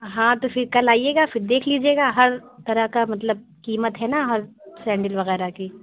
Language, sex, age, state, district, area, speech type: Urdu, female, 60+, Uttar Pradesh, Lucknow, urban, conversation